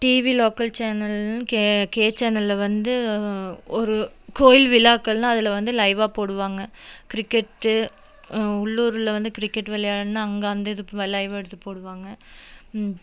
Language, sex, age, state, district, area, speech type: Tamil, female, 30-45, Tamil Nadu, Coimbatore, rural, spontaneous